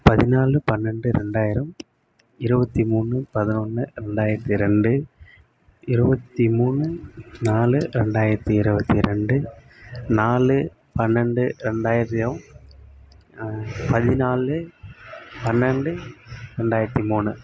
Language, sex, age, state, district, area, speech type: Tamil, male, 18-30, Tamil Nadu, Kallakurichi, rural, spontaneous